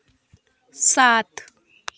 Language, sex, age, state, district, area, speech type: Hindi, female, 30-45, Uttar Pradesh, Varanasi, rural, read